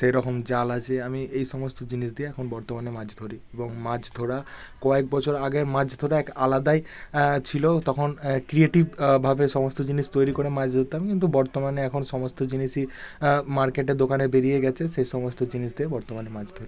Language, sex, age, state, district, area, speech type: Bengali, male, 45-60, West Bengal, Bankura, urban, spontaneous